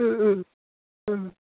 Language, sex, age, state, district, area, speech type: Assamese, female, 30-45, Assam, Udalguri, rural, conversation